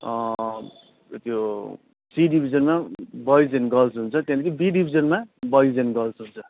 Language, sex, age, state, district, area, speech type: Nepali, male, 45-60, West Bengal, Kalimpong, rural, conversation